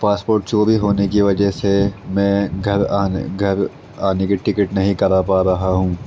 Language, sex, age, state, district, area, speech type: Urdu, male, 18-30, Delhi, East Delhi, urban, spontaneous